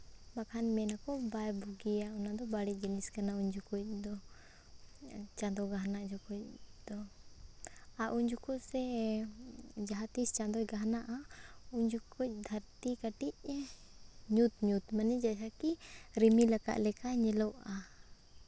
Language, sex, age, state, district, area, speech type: Santali, female, 18-30, Jharkhand, Seraikela Kharsawan, rural, spontaneous